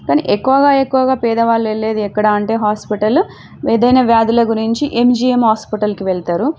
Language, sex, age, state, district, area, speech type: Telugu, female, 30-45, Telangana, Warangal, urban, spontaneous